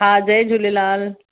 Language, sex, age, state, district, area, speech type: Sindhi, female, 45-60, Maharashtra, Akola, urban, conversation